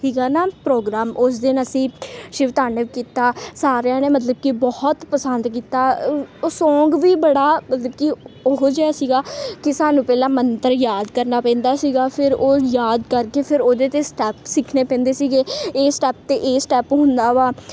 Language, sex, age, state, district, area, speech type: Punjabi, female, 18-30, Punjab, Tarn Taran, urban, spontaneous